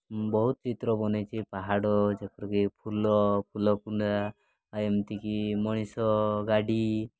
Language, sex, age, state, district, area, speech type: Odia, male, 18-30, Odisha, Mayurbhanj, rural, spontaneous